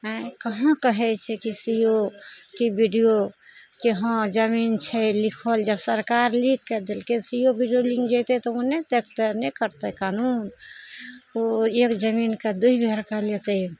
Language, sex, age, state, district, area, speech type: Maithili, female, 60+, Bihar, Araria, rural, spontaneous